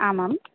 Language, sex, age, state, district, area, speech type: Sanskrit, female, 18-30, Odisha, Ganjam, urban, conversation